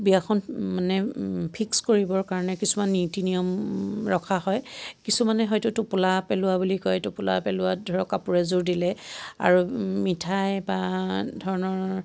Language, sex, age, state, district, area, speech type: Assamese, female, 45-60, Assam, Biswanath, rural, spontaneous